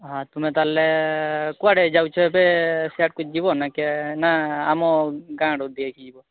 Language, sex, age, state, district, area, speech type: Odia, male, 18-30, Odisha, Mayurbhanj, rural, conversation